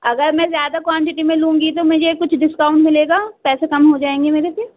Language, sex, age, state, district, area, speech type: Urdu, female, 30-45, Delhi, East Delhi, urban, conversation